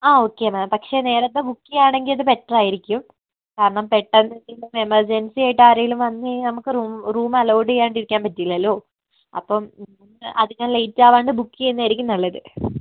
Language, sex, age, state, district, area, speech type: Malayalam, female, 18-30, Kerala, Wayanad, rural, conversation